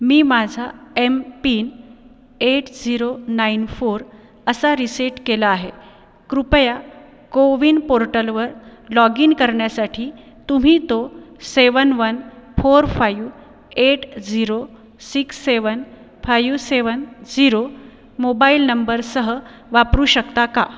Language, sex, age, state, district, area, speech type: Marathi, female, 30-45, Maharashtra, Buldhana, urban, read